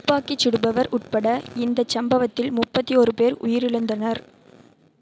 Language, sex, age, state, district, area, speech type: Tamil, female, 18-30, Tamil Nadu, Mayiladuthurai, rural, read